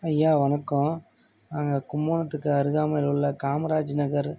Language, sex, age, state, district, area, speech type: Tamil, male, 30-45, Tamil Nadu, Thanjavur, rural, spontaneous